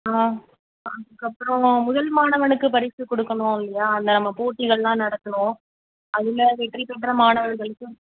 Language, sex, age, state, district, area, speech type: Tamil, female, 30-45, Tamil Nadu, Chennai, urban, conversation